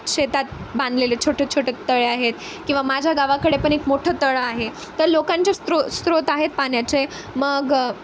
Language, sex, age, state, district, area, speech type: Marathi, female, 18-30, Maharashtra, Nanded, rural, spontaneous